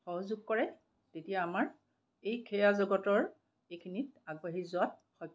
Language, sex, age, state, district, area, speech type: Assamese, female, 45-60, Assam, Kamrup Metropolitan, urban, spontaneous